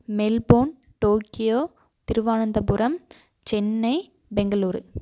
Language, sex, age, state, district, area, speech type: Tamil, female, 18-30, Tamil Nadu, Coimbatore, rural, spontaneous